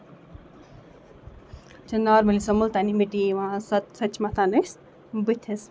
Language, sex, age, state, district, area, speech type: Kashmiri, female, 45-60, Jammu and Kashmir, Ganderbal, rural, spontaneous